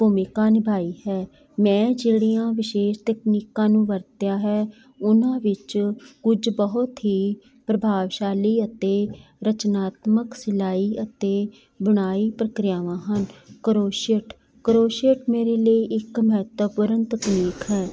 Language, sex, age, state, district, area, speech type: Punjabi, female, 45-60, Punjab, Jalandhar, urban, spontaneous